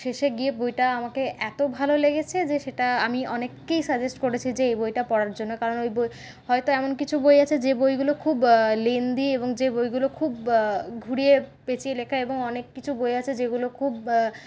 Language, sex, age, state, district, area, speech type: Bengali, female, 60+, West Bengal, Paschim Bardhaman, urban, spontaneous